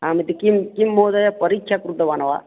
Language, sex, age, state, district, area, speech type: Sanskrit, male, 18-30, Odisha, Bargarh, rural, conversation